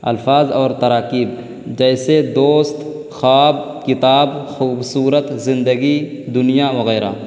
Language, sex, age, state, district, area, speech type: Urdu, male, 18-30, Uttar Pradesh, Balrampur, rural, spontaneous